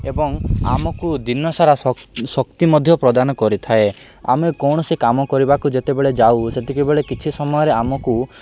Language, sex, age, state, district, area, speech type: Odia, male, 18-30, Odisha, Nabarangpur, urban, spontaneous